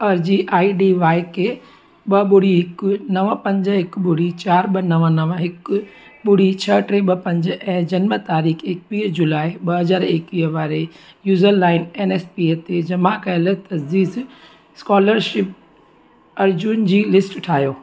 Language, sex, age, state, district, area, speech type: Sindhi, female, 30-45, Gujarat, Surat, urban, read